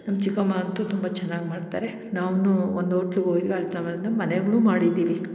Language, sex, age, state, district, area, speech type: Kannada, female, 30-45, Karnataka, Hassan, urban, spontaneous